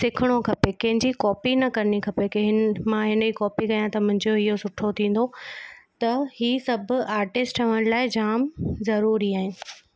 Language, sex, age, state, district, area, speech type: Sindhi, female, 18-30, Gujarat, Kutch, urban, spontaneous